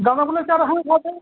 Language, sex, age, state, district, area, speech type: Bengali, male, 45-60, West Bengal, Hooghly, rural, conversation